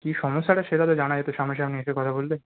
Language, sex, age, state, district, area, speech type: Bengali, male, 18-30, West Bengal, North 24 Parganas, urban, conversation